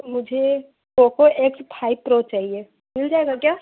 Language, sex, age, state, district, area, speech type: Hindi, female, 18-30, Uttar Pradesh, Prayagraj, urban, conversation